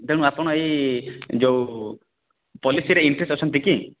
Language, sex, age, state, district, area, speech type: Odia, male, 30-45, Odisha, Kalahandi, rural, conversation